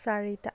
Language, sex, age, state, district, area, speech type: Assamese, female, 18-30, Assam, Biswanath, rural, read